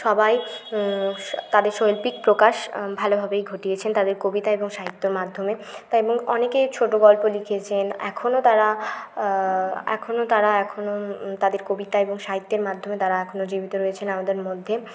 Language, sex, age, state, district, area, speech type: Bengali, female, 18-30, West Bengal, Bankura, urban, spontaneous